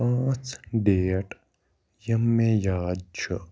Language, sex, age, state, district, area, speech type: Kashmiri, male, 18-30, Jammu and Kashmir, Kupwara, rural, spontaneous